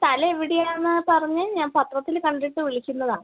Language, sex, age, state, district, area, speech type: Malayalam, female, 30-45, Kerala, Wayanad, rural, conversation